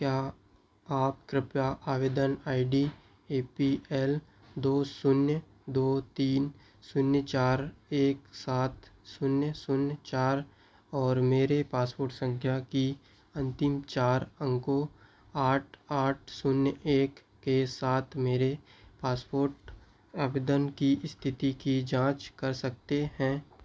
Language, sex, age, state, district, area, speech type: Hindi, male, 18-30, Madhya Pradesh, Seoni, rural, read